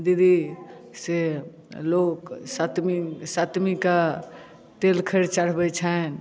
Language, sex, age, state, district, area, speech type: Maithili, female, 60+, Bihar, Madhubani, urban, spontaneous